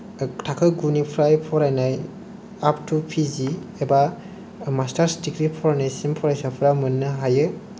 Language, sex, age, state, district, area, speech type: Bodo, male, 18-30, Assam, Kokrajhar, rural, spontaneous